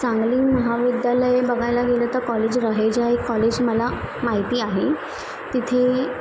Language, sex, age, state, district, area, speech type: Marathi, female, 18-30, Maharashtra, Mumbai Suburban, urban, spontaneous